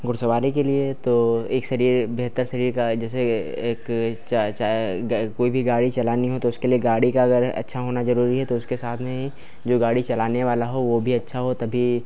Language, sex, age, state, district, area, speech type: Hindi, male, 30-45, Uttar Pradesh, Lucknow, rural, spontaneous